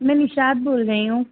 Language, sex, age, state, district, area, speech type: Urdu, female, 30-45, Uttar Pradesh, Rampur, urban, conversation